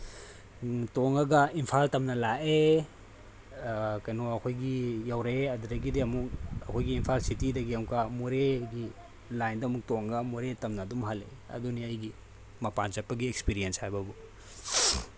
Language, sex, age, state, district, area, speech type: Manipuri, male, 30-45, Manipur, Tengnoupal, rural, spontaneous